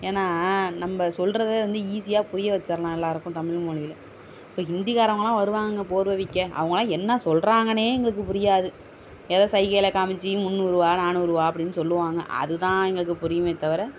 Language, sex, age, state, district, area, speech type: Tamil, female, 30-45, Tamil Nadu, Tiruvarur, rural, spontaneous